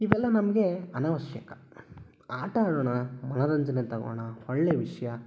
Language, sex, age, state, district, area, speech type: Kannada, male, 18-30, Karnataka, Tumkur, rural, spontaneous